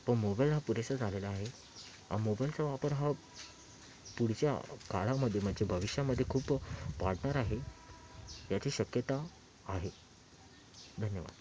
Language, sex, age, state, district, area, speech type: Marathi, male, 18-30, Maharashtra, Thane, urban, spontaneous